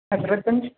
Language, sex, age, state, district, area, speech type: Sindhi, male, 18-30, Uttar Pradesh, Lucknow, urban, conversation